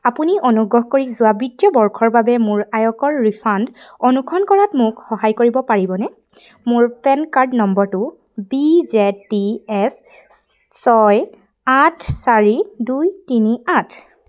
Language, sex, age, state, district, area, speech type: Assamese, female, 18-30, Assam, Sivasagar, rural, read